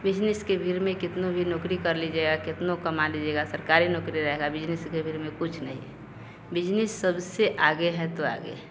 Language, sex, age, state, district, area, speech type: Hindi, female, 30-45, Bihar, Vaishali, rural, spontaneous